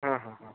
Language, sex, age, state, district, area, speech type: Odia, male, 18-30, Odisha, Bhadrak, rural, conversation